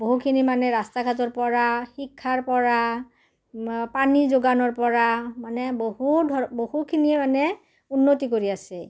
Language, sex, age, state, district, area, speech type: Assamese, female, 45-60, Assam, Udalguri, rural, spontaneous